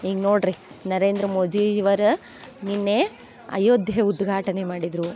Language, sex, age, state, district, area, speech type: Kannada, female, 30-45, Karnataka, Dharwad, urban, spontaneous